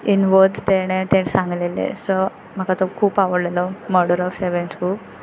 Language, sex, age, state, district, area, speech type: Goan Konkani, female, 18-30, Goa, Tiswadi, rural, spontaneous